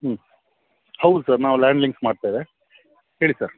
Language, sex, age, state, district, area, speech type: Kannada, male, 45-60, Karnataka, Udupi, rural, conversation